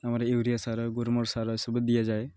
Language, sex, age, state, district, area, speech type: Odia, male, 18-30, Odisha, Malkangiri, urban, spontaneous